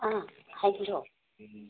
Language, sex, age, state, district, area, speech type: Manipuri, female, 30-45, Manipur, Imphal West, urban, conversation